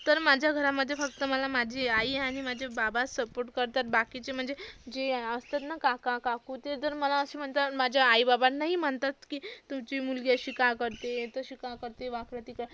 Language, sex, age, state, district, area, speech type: Marathi, female, 18-30, Maharashtra, Amravati, urban, spontaneous